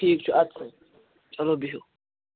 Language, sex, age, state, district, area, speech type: Kashmiri, male, 18-30, Jammu and Kashmir, Srinagar, urban, conversation